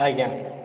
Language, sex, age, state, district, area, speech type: Odia, male, 18-30, Odisha, Puri, urban, conversation